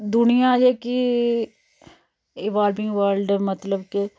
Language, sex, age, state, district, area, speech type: Dogri, female, 45-60, Jammu and Kashmir, Udhampur, rural, spontaneous